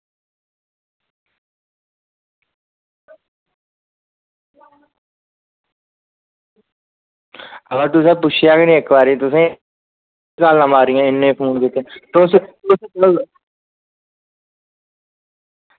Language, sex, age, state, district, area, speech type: Dogri, male, 45-60, Jammu and Kashmir, Udhampur, rural, conversation